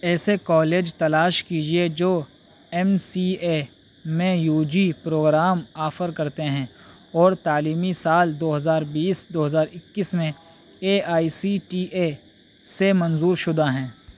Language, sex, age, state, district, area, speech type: Urdu, male, 18-30, Uttar Pradesh, Saharanpur, urban, read